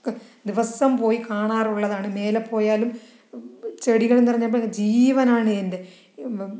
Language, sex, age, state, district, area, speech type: Malayalam, female, 45-60, Kerala, Palakkad, rural, spontaneous